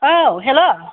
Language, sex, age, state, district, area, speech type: Bodo, female, 45-60, Assam, Kokrajhar, urban, conversation